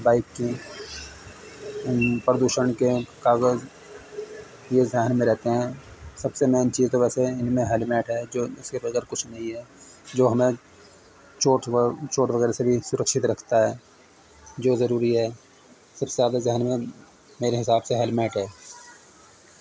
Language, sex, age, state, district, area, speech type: Urdu, male, 45-60, Uttar Pradesh, Muzaffarnagar, urban, spontaneous